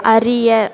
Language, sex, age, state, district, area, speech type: Tamil, female, 18-30, Tamil Nadu, Perambalur, rural, read